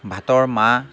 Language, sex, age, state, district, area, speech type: Assamese, male, 60+, Assam, Lakhimpur, urban, spontaneous